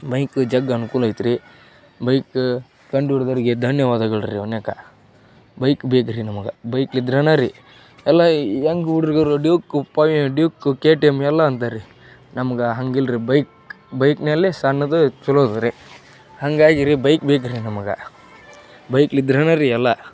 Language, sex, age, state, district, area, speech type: Kannada, male, 30-45, Karnataka, Gadag, rural, spontaneous